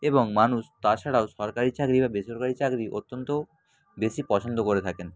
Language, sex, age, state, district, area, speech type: Bengali, male, 45-60, West Bengal, Purba Medinipur, rural, spontaneous